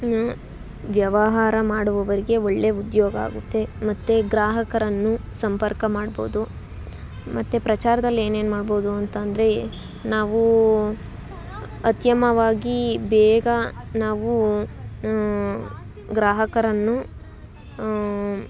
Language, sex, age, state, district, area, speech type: Kannada, female, 18-30, Karnataka, Tumkur, urban, spontaneous